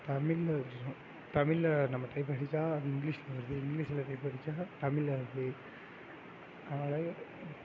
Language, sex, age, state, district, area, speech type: Tamil, male, 18-30, Tamil Nadu, Mayiladuthurai, urban, spontaneous